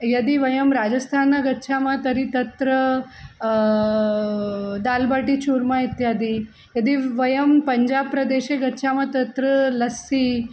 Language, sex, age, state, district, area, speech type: Sanskrit, female, 45-60, Maharashtra, Nagpur, urban, spontaneous